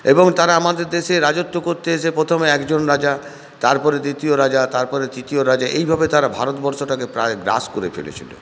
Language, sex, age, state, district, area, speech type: Bengali, male, 60+, West Bengal, Purulia, rural, spontaneous